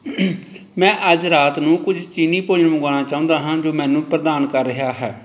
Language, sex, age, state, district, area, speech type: Punjabi, male, 45-60, Punjab, Pathankot, rural, read